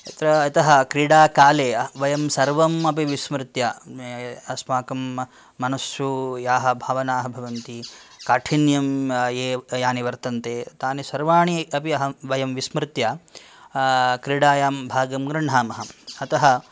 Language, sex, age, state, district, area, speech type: Sanskrit, male, 30-45, Karnataka, Dakshina Kannada, rural, spontaneous